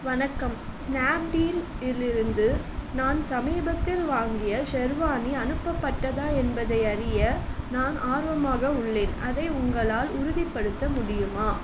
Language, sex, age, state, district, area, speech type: Tamil, female, 18-30, Tamil Nadu, Chengalpattu, urban, read